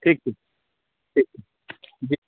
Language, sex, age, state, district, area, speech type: Maithili, male, 45-60, Bihar, Saharsa, urban, conversation